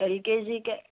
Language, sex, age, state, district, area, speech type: Telugu, female, 18-30, Andhra Pradesh, Anakapalli, urban, conversation